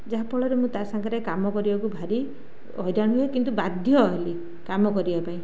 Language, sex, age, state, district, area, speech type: Odia, other, 60+, Odisha, Jajpur, rural, spontaneous